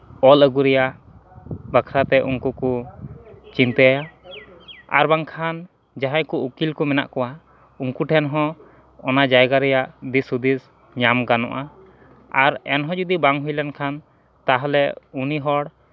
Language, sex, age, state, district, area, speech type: Santali, male, 30-45, West Bengal, Malda, rural, spontaneous